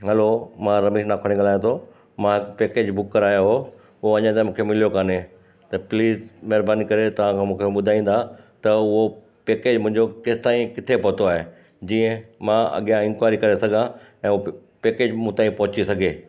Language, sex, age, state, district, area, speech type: Sindhi, male, 60+, Gujarat, Kutch, rural, spontaneous